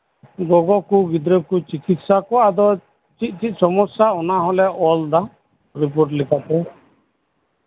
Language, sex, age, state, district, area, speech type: Santali, male, 45-60, West Bengal, Birbhum, rural, conversation